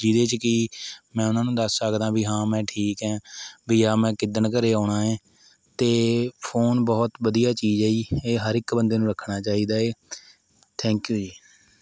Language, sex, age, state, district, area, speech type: Punjabi, male, 18-30, Punjab, Mohali, rural, spontaneous